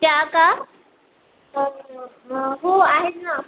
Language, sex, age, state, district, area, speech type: Marathi, female, 18-30, Maharashtra, Buldhana, rural, conversation